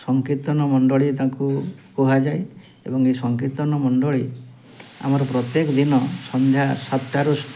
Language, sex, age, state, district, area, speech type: Odia, male, 45-60, Odisha, Mayurbhanj, rural, spontaneous